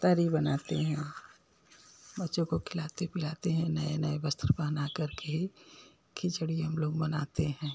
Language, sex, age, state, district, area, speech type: Hindi, female, 60+, Uttar Pradesh, Ghazipur, urban, spontaneous